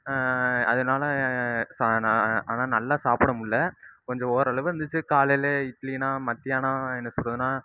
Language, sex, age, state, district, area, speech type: Tamil, male, 18-30, Tamil Nadu, Sivaganga, rural, spontaneous